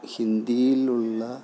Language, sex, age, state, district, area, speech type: Malayalam, male, 45-60, Kerala, Thiruvananthapuram, rural, spontaneous